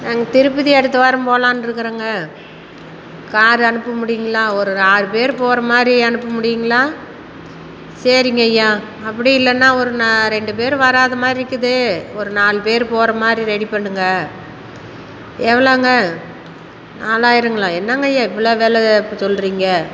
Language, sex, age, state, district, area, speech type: Tamil, female, 60+, Tamil Nadu, Salem, rural, spontaneous